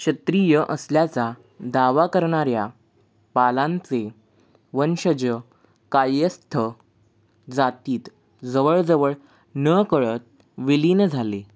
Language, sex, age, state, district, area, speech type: Marathi, male, 18-30, Maharashtra, Sangli, urban, read